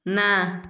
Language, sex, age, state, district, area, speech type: Odia, female, 30-45, Odisha, Kendujhar, urban, read